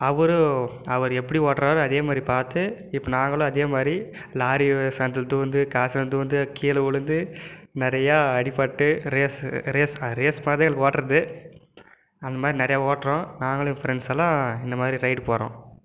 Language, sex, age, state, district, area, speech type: Tamil, male, 18-30, Tamil Nadu, Krishnagiri, rural, spontaneous